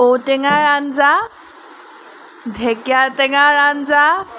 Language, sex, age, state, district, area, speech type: Assamese, female, 18-30, Assam, Golaghat, urban, spontaneous